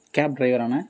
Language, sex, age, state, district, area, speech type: Tamil, male, 18-30, Tamil Nadu, Ariyalur, rural, spontaneous